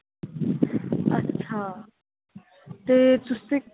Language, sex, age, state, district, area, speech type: Dogri, female, 18-30, Jammu and Kashmir, Samba, urban, conversation